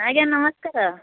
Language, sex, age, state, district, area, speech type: Odia, female, 60+, Odisha, Jharsuguda, rural, conversation